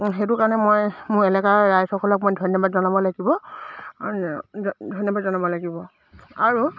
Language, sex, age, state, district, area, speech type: Assamese, female, 30-45, Assam, Dibrugarh, urban, spontaneous